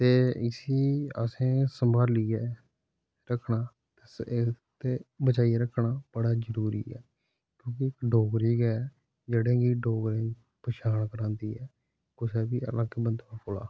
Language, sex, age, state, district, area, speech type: Dogri, male, 18-30, Jammu and Kashmir, Samba, rural, spontaneous